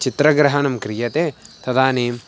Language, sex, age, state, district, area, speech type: Sanskrit, male, 18-30, Andhra Pradesh, Guntur, rural, spontaneous